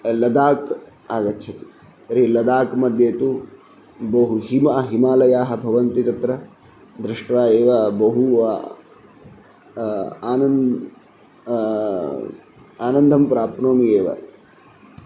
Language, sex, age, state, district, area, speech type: Sanskrit, male, 30-45, Telangana, Hyderabad, urban, spontaneous